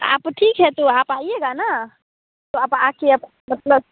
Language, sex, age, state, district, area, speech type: Hindi, female, 18-30, Bihar, Muzaffarpur, rural, conversation